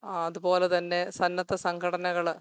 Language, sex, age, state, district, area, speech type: Malayalam, female, 45-60, Kerala, Kottayam, urban, spontaneous